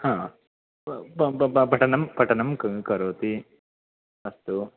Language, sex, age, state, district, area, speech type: Sanskrit, male, 18-30, Karnataka, Uttara Kannada, urban, conversation